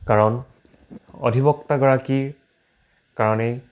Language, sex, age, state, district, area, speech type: Assamese, male, 18-30, Assam, Dibrugarh, rural, spontaneous